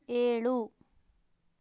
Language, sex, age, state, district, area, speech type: Kannada, female, 30-45, Karnataka, Chikkaballapur, rural, read